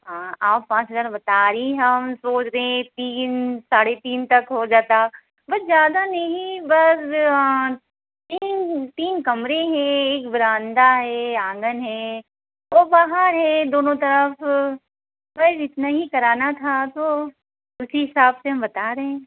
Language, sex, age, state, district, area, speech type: Hindi, female, 60+, Uttar Pradesh, Hardoi, rural, conversation